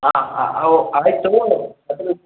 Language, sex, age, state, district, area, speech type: Kannada, male, 18-30, Karnataka, Chitradurga, urban, conversation